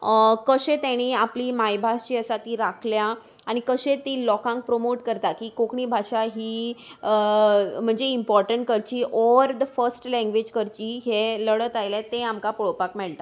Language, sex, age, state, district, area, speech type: Goan Konkani, female, 30-45, Goa, Salcete, urban, spontaneous